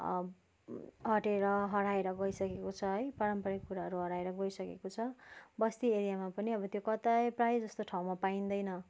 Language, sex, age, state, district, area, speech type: Nepali, female, 30-45, West Bengal, Kalimpong, rural, spontaneous